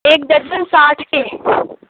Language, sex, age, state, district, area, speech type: Urdu, female, 18-30, Uttar Pradesh, Gautam Buddha Nagar, rural, conversation